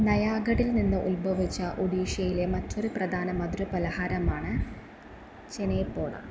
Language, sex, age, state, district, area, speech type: Malayalam, female, 18-30, Kerala, Wayanad, rural, read